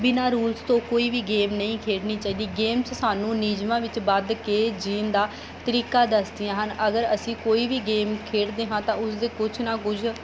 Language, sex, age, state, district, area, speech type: Punjabi, female, 30-45, Punjab, Mansa, urban, spontaneous